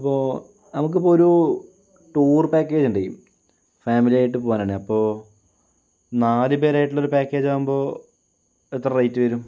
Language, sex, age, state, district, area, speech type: Malayalam, male, 30-45, Kerala, Palakkad, rural, spontaneous